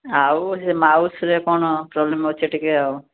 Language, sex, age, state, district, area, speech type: Odia, male, 18-30, Odisha, Rayagada, rural, conversation